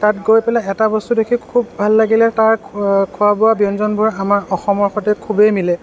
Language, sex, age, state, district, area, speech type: Assamese, male, 30-45, Assam, Sonitpur, urban, spontaneous